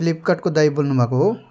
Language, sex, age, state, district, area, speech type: Nepali, male, 30-45, West Bengal, Jalpaiguri, urban, spontaneous